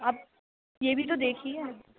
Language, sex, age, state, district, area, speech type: Urdu, female, 45-60, Uttar Pradesh, Gautam Buddha Nagar, urban, conversation